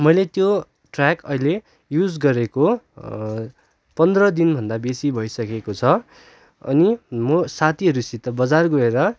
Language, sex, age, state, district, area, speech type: Nepali, male, 18-30, West Bengal, Darjeeling, rural, spontaneous